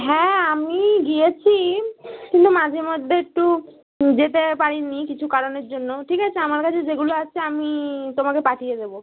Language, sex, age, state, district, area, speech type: Bengali, female, 18-30, West Bengal, Dakshin Dinajpur, urban, conversation